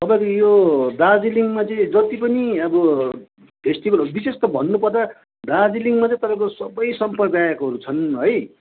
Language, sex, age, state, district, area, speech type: Nepali, male, 45-60, West Bengal, Darjeeling, rural, conversation